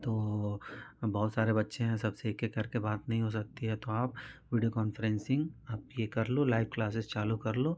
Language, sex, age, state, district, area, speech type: Hindi, male, 30-45, Madhya Pradesh, Betul, urban, spontaneous